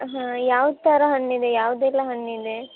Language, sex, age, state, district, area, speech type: Kannada, female, 18-30, Karnataka, Gadag, rural, conversation